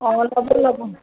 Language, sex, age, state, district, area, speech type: Assamese, female, 45-60, Assam, Golaghat, urban, conversation